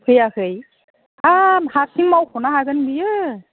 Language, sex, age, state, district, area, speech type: Bodo, female, 45-60, Assam, Udalguri, rural, conversation